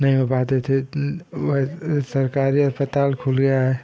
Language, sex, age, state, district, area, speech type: Hindi, male, 18-30, Uttar Pradesh, Ghazipur, rural, spontaneous